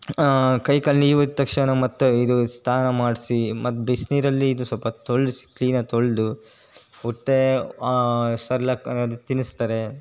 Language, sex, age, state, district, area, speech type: Kannada, male, 30-45, Karnataka, Chitradurga, rural, spontaneous